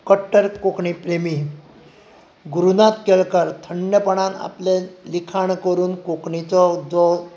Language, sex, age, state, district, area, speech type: Goan Konkani, male, 45-60, Goa, Canacona, rural, spontaneous